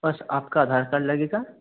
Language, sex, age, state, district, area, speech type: Hindi, male, 18-30, Uttar Pradesh, Bhadohi, urban, conversation